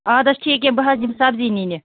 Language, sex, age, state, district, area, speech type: Kashmiri, female, 30-45, Jammu and Kashmir, Budgam, rural, conversation